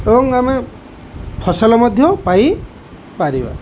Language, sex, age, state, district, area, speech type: Odia, male, 45-60, Odisha, Kendujhar, urban, spontaneous